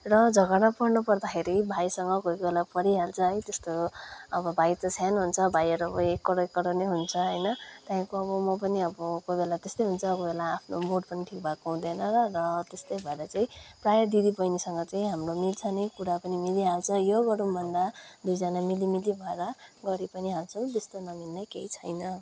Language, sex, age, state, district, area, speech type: Nepali, male, 18-30, West Bengal, Kalimpong, rural, spontaneous